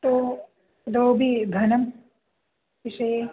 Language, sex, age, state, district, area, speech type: Sanskrit, male, 18-30, Kerala, Idukki, urban, conversation